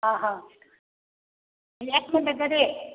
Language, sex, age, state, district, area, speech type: Kannada, female, 60+, Karnataka, Belgaum, rural, conversation